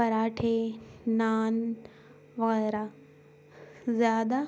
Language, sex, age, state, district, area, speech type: Urdu, female, 18-30, Bihar, Gaya, urban, spontaneous